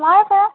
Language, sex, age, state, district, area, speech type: Tamil, female, 18-30, Tamil Nadu, Kallakurichi, rural, conversation